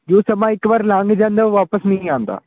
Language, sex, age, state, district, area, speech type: Punjabi, male, 18-30, Punjab, Ludhiana, rural, conversation